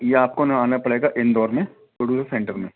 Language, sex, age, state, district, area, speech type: Hindi, male, 45-60, Madhya Pradesh, Gwalior, urban, conversation